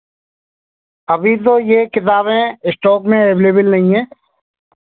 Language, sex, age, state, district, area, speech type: Hindi, male, 45-60, Rajasthan, Bharatpur, urban, conversation